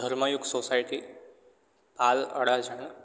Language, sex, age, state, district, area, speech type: Gujarati, male, 18-30, Gujarat, Surat, rural, spontaneous